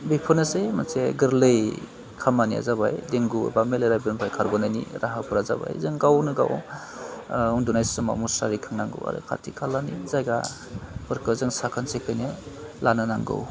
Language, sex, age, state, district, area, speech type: Bodo, male, 30-45, Assam, Udalguri, urban, spontaneous